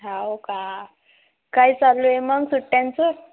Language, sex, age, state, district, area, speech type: Marathi, female, 18-30, Maharashtra, Washim, urban, conversation